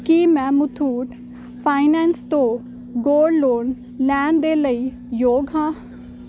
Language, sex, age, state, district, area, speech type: Punjabi, female, 18-30, Punjab, Hoshiarpur, urban, read